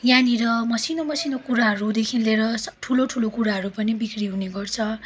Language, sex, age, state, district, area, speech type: Nepali, female, 18-30, West Bengal, Darjeeling, rural, spontaneous